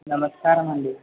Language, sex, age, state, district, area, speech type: Telugu, male, 18-30, Andhra Pradesh, N T Rama Rao, urban, conversation